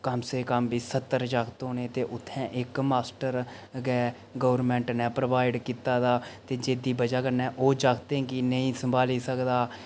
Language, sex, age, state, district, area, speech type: Dogri, male, 30-45, Jammu and Kashmir, Reasi, rural, spontaneous